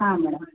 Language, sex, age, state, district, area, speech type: Kannada, female, 30-45, Karnataka, Chitradurga, rural, conversation